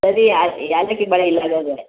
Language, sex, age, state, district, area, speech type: Kannada, female, 60+, Karnataka, Chamarajanagar, rural, conversation